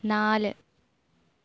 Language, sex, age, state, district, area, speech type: Malayalam, female, 18-30, Kerala, Ernakulam, rural, read